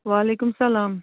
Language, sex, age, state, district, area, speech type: Kashmiri, female, 45-60, Jammu and Kashmir, Bandipora, rural, conversation